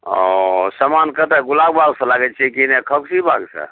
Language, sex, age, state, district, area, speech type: Maithili, male, 60+, Bihar, Araria, rural, conversation